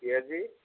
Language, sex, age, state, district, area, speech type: Odia, male, 45-60, Odisha, Koraput, rural, conversation